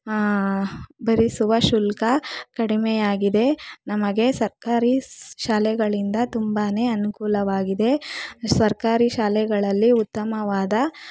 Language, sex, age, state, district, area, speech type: Kannada, female, 45-60, Karnataka, Bangalore Rural, rural, spontaneous